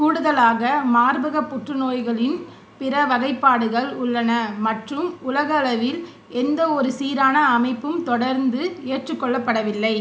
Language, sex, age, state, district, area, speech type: Tamil, female, 18-30, Tamil Nadu, Tiruvarur, urban, read